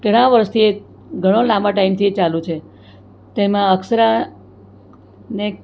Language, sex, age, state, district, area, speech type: Gujarati, female, 60+, Gujarat, Surat, urban, spontaneous